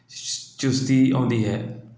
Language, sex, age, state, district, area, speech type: Punjabi, male, 30-45, Punjab, Mohali, urban, spontaneous